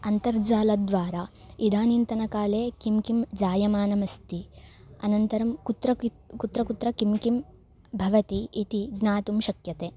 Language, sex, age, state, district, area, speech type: Sanskrit, female, 18-30, Karnataka, Hassan, rural, spontaneous